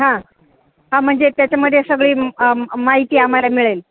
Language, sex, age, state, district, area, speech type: Marathi, female, 45-60, Maharashtra, Ahmednagar, rural, conversation